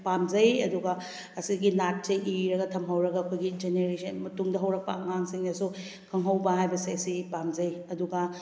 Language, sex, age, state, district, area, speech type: Manipuri, female, 30-45, Manipur, Kakching, rural, spontaneous